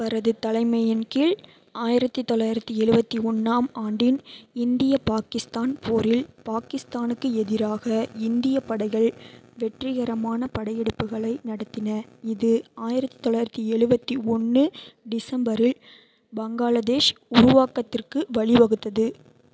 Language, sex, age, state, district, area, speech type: Tamil, female, 18-30, Tamil Nadu, Mayiladuthurai, rural, read